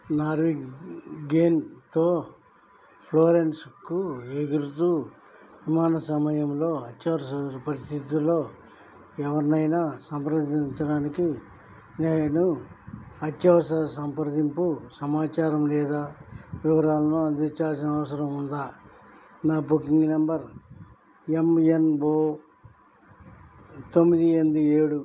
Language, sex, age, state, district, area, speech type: Telugu, male, 60+, Andhra Pradesh, N T Rama Rao, urban, read